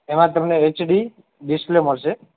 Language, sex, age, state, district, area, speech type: Gujarati, male, 30-45, Gujarat, Morbi, urban, conversation